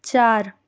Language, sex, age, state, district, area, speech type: Urdu, female, 18-30, Delhi, South Delhi, urban, read